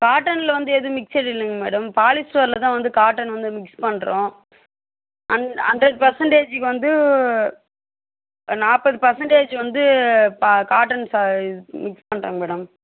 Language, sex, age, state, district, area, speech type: Tamil, female, 30-45, Tamil Nadu, Vellore, urban, conversation